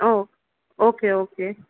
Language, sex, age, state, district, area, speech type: Tamil, female, 18-30, Tamil Nadu, Chengalpattu, urban, conversation